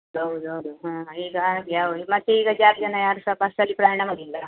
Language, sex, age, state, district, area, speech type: Kannada, female, 45-60, Karnataka, Dakshina Kannada, rural, conversation